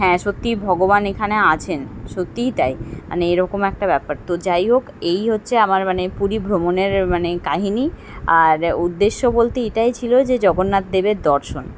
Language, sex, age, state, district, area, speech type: Bengali, female, 30-45, West Bengal, Kolkata, urban, spontaneous